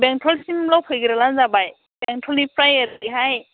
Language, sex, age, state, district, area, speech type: Bodo, female, 60+, Assam, Chirang, rural, conversation